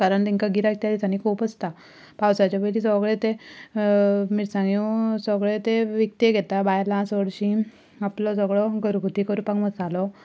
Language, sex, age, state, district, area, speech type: Goan Konkani, female, 18-30, Goa, Ponda, rural, spontaneous